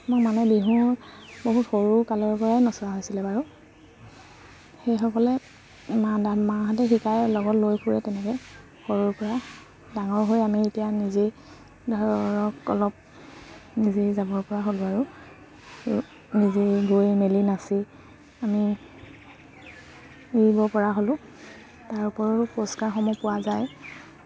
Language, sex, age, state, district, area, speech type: Assamese, female, 30-45, Assam, Lakhimpur, rural, spontaneous